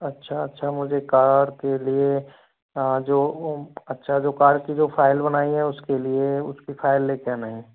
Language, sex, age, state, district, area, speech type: Hindi, male, 30-45, Rajasthan, Jaipur, urban, conversation